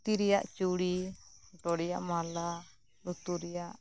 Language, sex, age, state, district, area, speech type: Santali, female, 30-45, West Bengal, Birbhum, rural, spontaneous